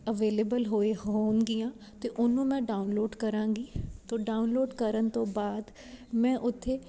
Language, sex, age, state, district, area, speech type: Punjabi, female, 18-30, Punjab, Ludhiana, urban, spontaneous